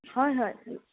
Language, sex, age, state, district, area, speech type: Assamese, female, 18-30, Assam, Darrang, rural, conversation